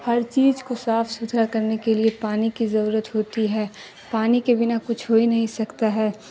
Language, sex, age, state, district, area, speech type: Urdu, female, 30-45, Bihar, Darbhanga, rural, spontaneous